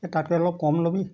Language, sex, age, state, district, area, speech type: Assamese, male, 45-60, Assam, Jorhat, urban, spontaneous